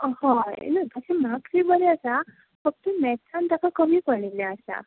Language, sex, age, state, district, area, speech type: Goan Konkani, female, 18-30, Goa, Tiswadi, rural, conversation